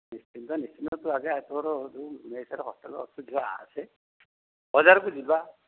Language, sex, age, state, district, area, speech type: Odia, male, 60+, Odisha, Dhenkanal, rural, conversation